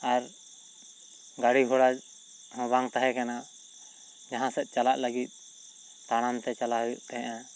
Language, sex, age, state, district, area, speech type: Santali, male, 30-45, West Bengal, Bankura, rural, spontaneous